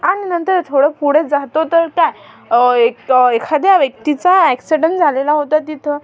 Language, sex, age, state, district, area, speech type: Marathi, female, 18-30, Maharashtra, Amravati, urban, spontaneous